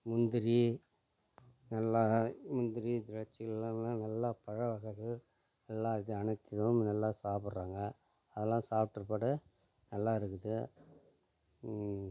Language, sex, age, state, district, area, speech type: Tamil, male, 45-60, Tamil Nadu, Tiruvannamalai, rural, spontaneous